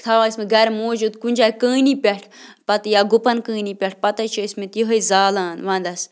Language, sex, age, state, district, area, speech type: Kashmiri, female, 30-45, Jammu and Kashmir, Bandipora, rural, spontaneous